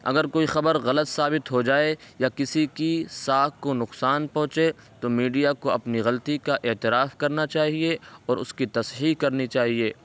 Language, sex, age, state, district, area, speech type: Urdu, male, 18-30, Uttar Pradesh, Saharanpur, urban, spontaneous